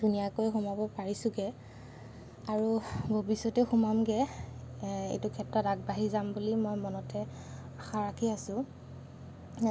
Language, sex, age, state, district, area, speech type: Assamese, female, 30-45, Assam, Lakhimpur, rural, spontaneous